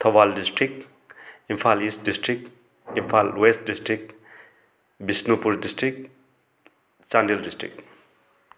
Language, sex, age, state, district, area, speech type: Manipuri, male, 30-45, Manipur, Thoubal, rural, spontaneous